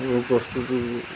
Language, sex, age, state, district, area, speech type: Odia, male, 45-60, Odisha, Jagatsinghpur, urban, spontaneous